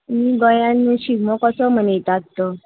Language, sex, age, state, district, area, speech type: Goan Konkani, female, 30-45, Goa, Murmgao, rural, conversation